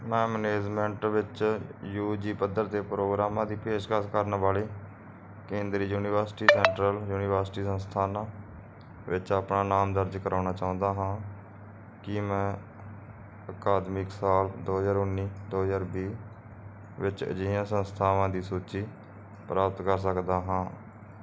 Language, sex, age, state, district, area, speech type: Punjabi, male, 45-60, Punjab, Barnala, rural, read